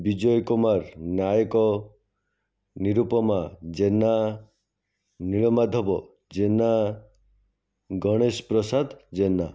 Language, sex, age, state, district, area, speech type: Odia, male, 45-60, Odisha, Jajpur, rural, spontaneous